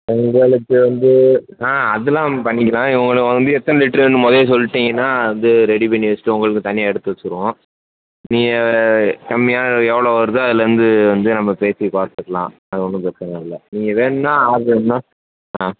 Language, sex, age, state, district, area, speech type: Tamil, male, 18-30, Tamil Nadu, Perambalur, urban, conversation